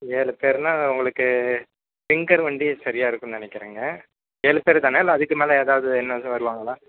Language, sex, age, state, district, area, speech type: Tamil, male, 30-45, Tamil Nadu, Salem, rural, conversation